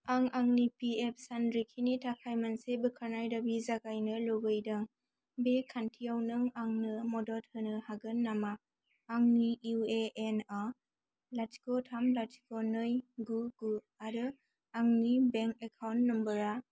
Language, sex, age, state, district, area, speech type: Bodo, female, 18-30, Assam, Kokrajhar, rural, read